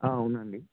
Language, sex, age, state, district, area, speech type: Telugu, male, 18-30, Telangana, Vikarabad, urban, conversation